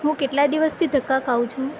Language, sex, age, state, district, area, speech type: Gujarati, female, 18-30, Gujarat, Valsad, urban, spontaneous